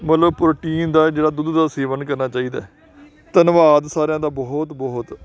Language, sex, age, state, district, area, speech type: Punjabi, male, 45-60, Punjab, Faridkot, urban, spontaneous